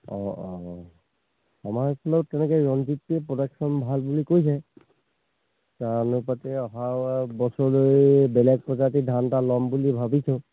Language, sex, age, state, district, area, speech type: Assamese, male, 30-45, Assam, Charaideo, rural, conversation